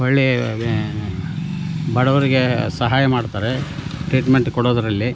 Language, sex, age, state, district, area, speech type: Kannada, male, 60+, Karnataka, Koppal, rural, spontaneous